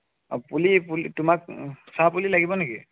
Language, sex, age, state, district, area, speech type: Assamese, male, 18-30, Assam, Tinsukia, urban, conversation